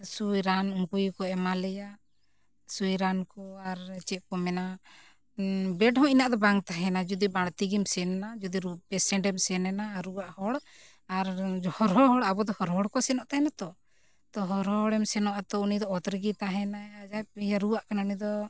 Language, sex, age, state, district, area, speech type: Santali, female, 45-60, Jharkhand, Bokaro, rural, spontaneous